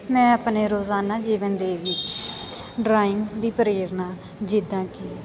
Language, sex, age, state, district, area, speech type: Punjabi, female, 18-30, Punjab, Sangrur, rural, spontaneous